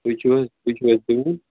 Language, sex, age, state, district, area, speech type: Kashmiri, male, 30-45, Jammu and Kashmir, Srinagar, urban, conversation